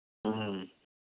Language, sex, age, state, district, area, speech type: Manipuri, male, 30-45, Manipur, Churachandpur, rural, conversation